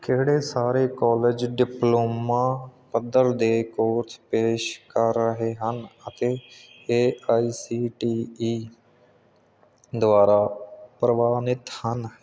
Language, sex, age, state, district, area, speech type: Punjabi, male, 30-45, Punjab, Kapurthala, rural, read